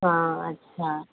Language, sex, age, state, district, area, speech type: Odia, female, 45-60, Odisha, Sundergarh, rural, conversation